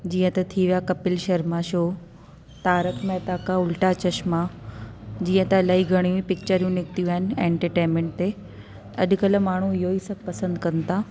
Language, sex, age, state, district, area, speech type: Sindhi, female, 30-45, Delhi, South Delhi, urban, spontaneous